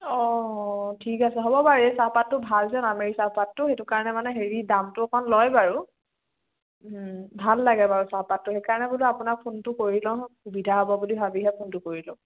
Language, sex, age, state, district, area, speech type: Assamese, female, 18-30, Assam, Biswanath, rural, conversation